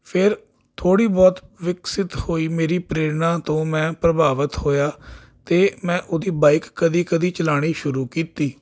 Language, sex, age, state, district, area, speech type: Punjabi, male, 30-45, Punjab, Jalandhar, urban, spontaneous